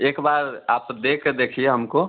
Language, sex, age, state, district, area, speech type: Hindi, male, 18-30, Bihar, Vaishali, rural, conversation